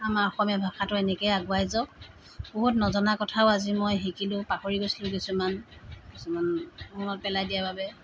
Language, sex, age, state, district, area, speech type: Assamese, female, 45-60, Assam, Tinsukia, rural, spontaneous